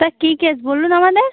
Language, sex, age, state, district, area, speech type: Bengali, female, 18-30, West Bengal, Birbhum, urban, conversation